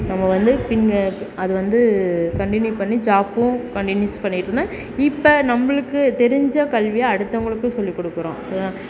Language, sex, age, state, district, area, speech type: Tamil, female, 30-45, Tamil Nadu, Perambalur, rural, spontaneous